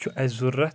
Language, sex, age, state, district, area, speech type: Kashmiri, male, 30-45, Jammu and Kashmir, Kulgam, rural, spontaneous